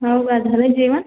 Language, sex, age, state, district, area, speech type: Marathi, female, 18-30, Maharashtra, Washim, rural, conversation